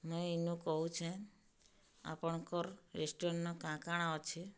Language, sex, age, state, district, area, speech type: Odia, female, 45-60, Odisha, Bargarh, urban, spontaneous